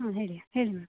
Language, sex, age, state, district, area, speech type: Kannada, female, 18-30, Karnataka, Uttara Kannada, rural, conversation